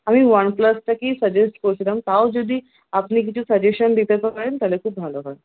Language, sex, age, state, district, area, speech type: Bengali, female, 18-30, West Bengal, Paschim Bardhaman, rural, conversation